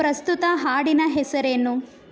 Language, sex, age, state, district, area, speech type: Kannada, female, 18-30, Karnataka, Mandya, rural, read